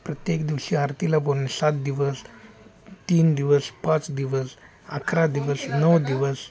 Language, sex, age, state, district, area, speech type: Marathi, male, 45-60, Maharashtra, Sangli, urban, spontaneous